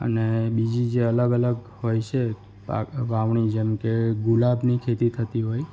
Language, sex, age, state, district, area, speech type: Gujarati, male, 45-60, Gujarat, Surat, rural, spontaneous